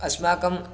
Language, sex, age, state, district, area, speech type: Sanskrit, male, 18-30, Karnataka, Bidar, rural, spontaneous